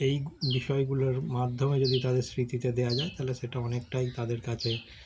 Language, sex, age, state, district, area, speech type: Bengali, male, 30-45, West Bengal, Darjeeling, urban, spontaneous